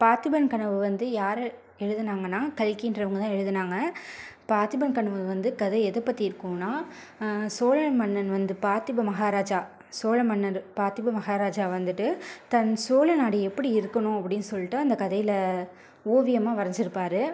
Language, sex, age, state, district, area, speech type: Tamil, female, 30-45, Tamil Nadu, Ariyalur, rural, spontaneous